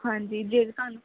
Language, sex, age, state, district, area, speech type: Punjabi, female, 18-30, Punjab, Faridkot, urban, conversation